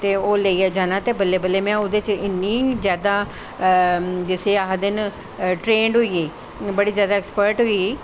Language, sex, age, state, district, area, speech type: Dogri, female, 60+, Jammu and Kashmir, Jammu, urban, spontaneous